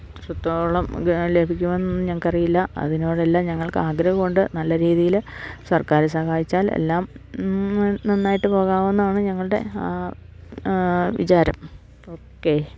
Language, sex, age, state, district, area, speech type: Malayalam, female, 60+, Kerala, Idukki, rural, spontaneous